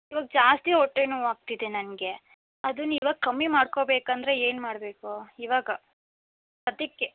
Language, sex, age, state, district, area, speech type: Kannada, female, 18-30, Karnataka, Chikkaballapur, rural, conversation